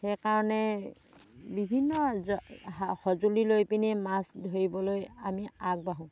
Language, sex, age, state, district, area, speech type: Assamese, female, 45-60, Assam, Dhemaji, rural, spontaneous